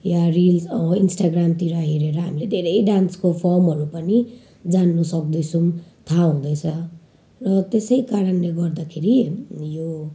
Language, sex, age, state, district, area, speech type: Nepali, female, 30-45, West Bengal, Jalpaiguri, rural, spontaneous